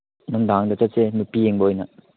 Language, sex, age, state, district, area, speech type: Manipuri, male, 18-30, Manipur, Chandel, rural, conversation